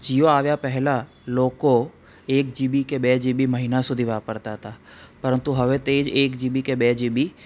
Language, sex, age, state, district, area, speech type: Gujarati, male, 30-45, Gujarat, Anand, urban, spontaneous